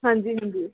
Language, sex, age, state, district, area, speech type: Punjabi, female, 30-45, Punjab, Mansa, urban, conversation